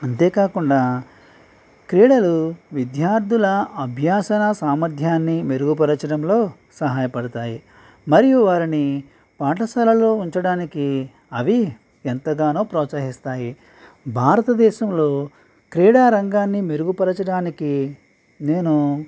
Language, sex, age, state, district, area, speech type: Telugu, male, 45-60, Andhra Pradesh, Eluru, rural, spontaneous